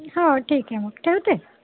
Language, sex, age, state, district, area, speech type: Marathi, female, 18-30, Maharashtra, Wardha, rural, conversation